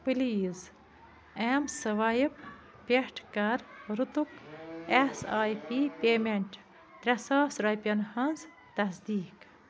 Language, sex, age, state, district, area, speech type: Kashmiri, female, 45-60, Jammu and Kashmir, Bandipora, rural, read